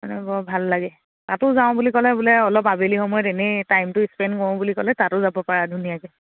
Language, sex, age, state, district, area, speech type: Assamese, female, 18-30, Assam, Lakhimpur, rural, conversation